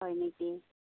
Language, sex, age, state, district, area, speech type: Assamese, female, 30-45, Assam, Darrang, rural, conversation